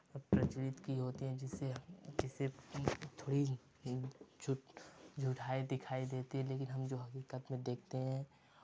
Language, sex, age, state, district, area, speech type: Hindi, male, 18-30, Uttar Pradesh, Chandauli, rural, spontaneous